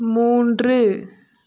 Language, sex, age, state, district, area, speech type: Tamil, female, 30-45, Tamil Nadu, Mayiladuthurai, rural, read